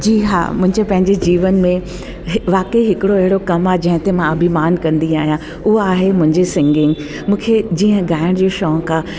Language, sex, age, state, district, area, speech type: Sindhi, female, 45-60, Delhi, South Delhi, urban, spontaneous